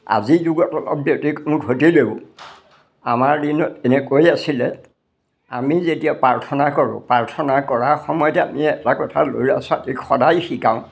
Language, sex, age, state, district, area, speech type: Assamese, male, 60+, Assam, Majuli, urban, spontaneous